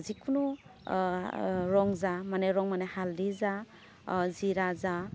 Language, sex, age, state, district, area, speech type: Bodo, female, 30-45, Assam, Udalguri, urban, spontaneous